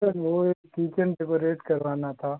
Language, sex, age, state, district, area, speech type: Hindi, male, 18-30, Bihar, Darbhanga, urban, conversation